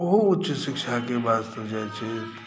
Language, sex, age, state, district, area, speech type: Maithili, male, 60+, Bihar, Saharsa, urban, spontaneous